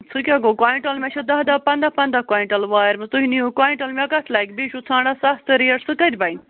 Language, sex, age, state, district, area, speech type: Kashmiri, female, 30-45, Jammu and Kashmir, Bandipora, rural, conversation